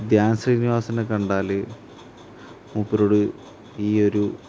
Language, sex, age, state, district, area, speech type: Malayalam, male, 30-45, Kerala, Malappuram, rural, spontaneous